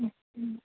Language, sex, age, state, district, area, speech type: Urdu, female, 30-45, Uttar Pradesh, Rampur, urban, conversation